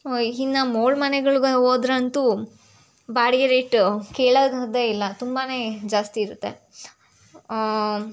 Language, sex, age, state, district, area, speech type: Kannada, female, 18-30, Karnataka, Tumkur, rural, spontaneous